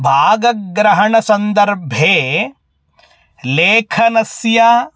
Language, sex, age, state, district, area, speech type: Sanskrit, male, 18-30, Karnataka, Bangalore Rural, urban, spontaneous